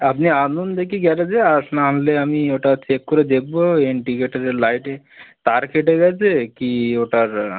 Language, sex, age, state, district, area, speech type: Bengali, male, 30-45, West Bengal, Birbhum, urban, conversation